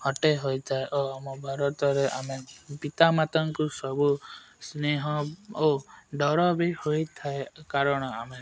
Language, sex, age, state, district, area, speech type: Odia, male, 18-30, Odisha, Malkangiri, urban, spontaneous